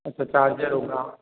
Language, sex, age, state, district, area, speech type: Hindi, male, 18-30, Rajasthan, Jodhpur, urban, conversation